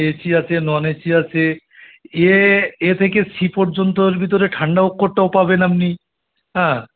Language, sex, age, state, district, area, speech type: Bengali, male, 45-60, West Bengal, Birbhum, urban, conversation